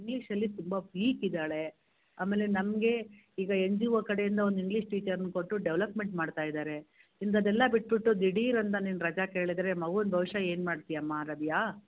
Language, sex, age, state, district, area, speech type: Kannada, female, 60+, Karnataka, Bangalore Rural, rural, conversation